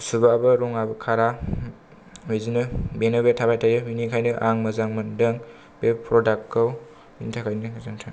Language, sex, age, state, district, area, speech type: Bodo, male, 18-30, Assam, Kokrajhar, rural, spontaneous